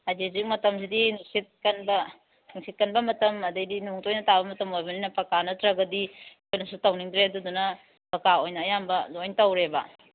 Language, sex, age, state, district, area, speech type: Manipuri, female, 30-45, Manipur, Kangpokpi, urban, conversation